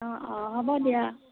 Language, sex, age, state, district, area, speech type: Assamese, female, 30-45, Assam, Nagaon, rural, conversation